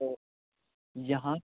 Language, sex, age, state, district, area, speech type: Hindi, male, 18-30, Bihar, Darbhanga, rural, conversation